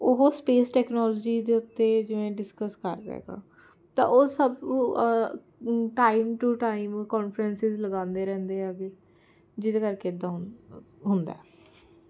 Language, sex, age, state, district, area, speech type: Punjabi, female, 18-30, Punjab, Jalandhar, urban, spontaneous